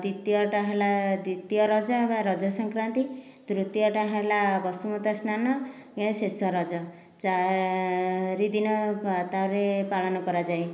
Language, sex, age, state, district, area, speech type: Odia, female, 60+, Odisha, Dhenkanal, rural, spontaneous